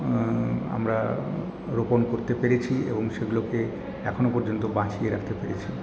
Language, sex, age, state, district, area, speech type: Bengali, male, 60+, West Bengal, Paschim Bardhaman, urban, spontaneous